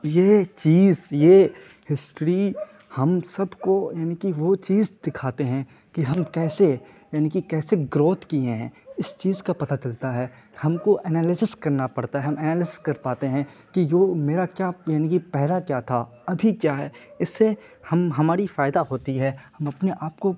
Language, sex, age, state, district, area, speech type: Urdu, male, 18-30, Bihar, Khagaria, rural, spontaneous